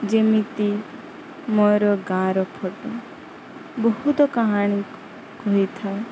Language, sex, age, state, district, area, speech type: Odia, female, 18-30, Odisha, Sundergarh, urban, spontaneous